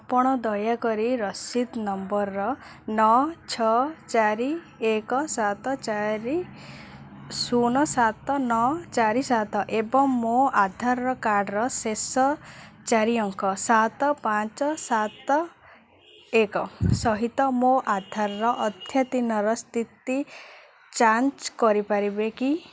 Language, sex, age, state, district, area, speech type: Odia, female, 18-30, Odisha, Sundergarh, urban, read